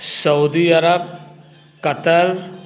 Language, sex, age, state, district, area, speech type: Hindi, male, 60+, Uttar Pradesh, Bhadohi, urban, spontaneous